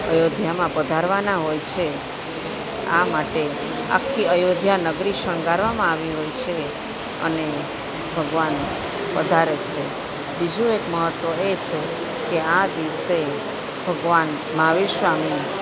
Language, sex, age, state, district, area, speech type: Gujarati, female, 45-60, Gujarat, Junagadh, urban, spontaneous